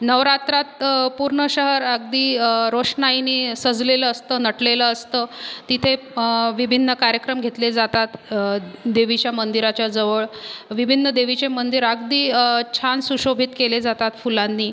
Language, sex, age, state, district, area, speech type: Marathi, female, 30-45, Maharashtra, Buldhana, rural, spontaneous